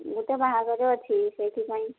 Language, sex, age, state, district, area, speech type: Odia, female, 30-45, Odisha, Mayurbhanj, rural, conversation